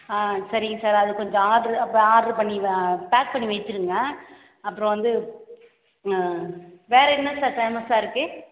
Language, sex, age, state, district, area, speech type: Tamil, female, 18-30, Tamil Nadu, Cuddalore, rural, conversation